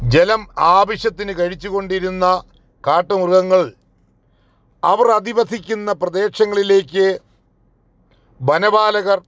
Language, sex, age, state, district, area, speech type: Malayalam, male, 45-60, Kerala, Kollam, rural, spontaneous